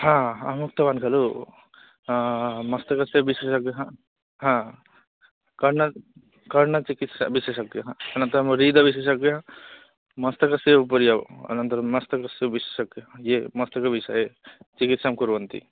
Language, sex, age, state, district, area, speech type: Sanskrit, male, 18-30, West Bengal, Cooch Behar, rural, conversation